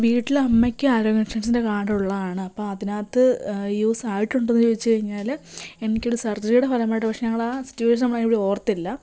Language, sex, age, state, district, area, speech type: Malayalam, female, 18-30, Kerala, Kottayam, rural, spontaneous